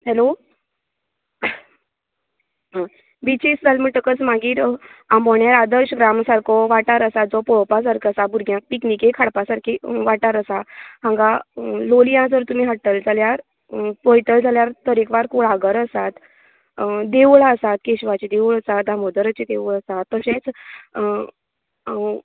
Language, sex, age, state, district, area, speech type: Goan Konkani, female, 30-45, Goa, Canacona, rural, conversation